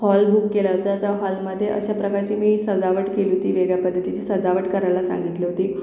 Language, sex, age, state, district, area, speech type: Marathi, female, 18-30, Maharashtra, Akola, urban, spontaneous